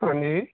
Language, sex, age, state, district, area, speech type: Punjabi, male, 60+, Punjab, Amritsar, urban, conversation